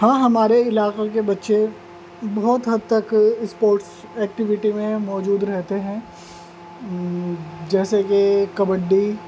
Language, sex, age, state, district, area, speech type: Urdu, male, 30-45, Delhi, North East Delhi, urban, spontaneous